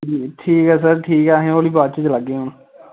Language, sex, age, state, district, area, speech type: Dogri, male, 18-30, Jammu and Kashmir, Samba, rural, conversation